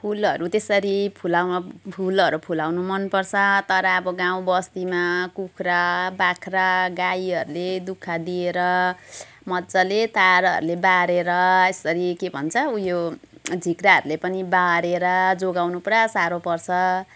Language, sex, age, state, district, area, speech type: Nepali, female, 45-60, West Bengal, Jalpaiguri, urban, spontaneous